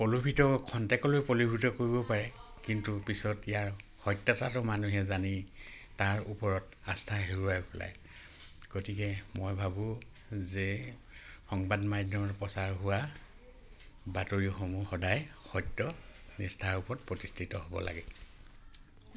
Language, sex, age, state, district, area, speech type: Assamese, male, 60+, Assam, Dhemaji, rural, spontaneous